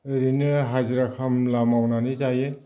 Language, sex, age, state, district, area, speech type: Bodo, male, 45-60, Assam, Baksa, rural, spontaneous